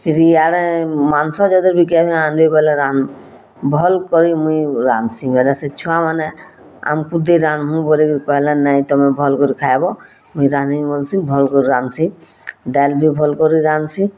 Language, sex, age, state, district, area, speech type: Odia, female, 45-60, Odisha, Bargarh, rural, spontaneous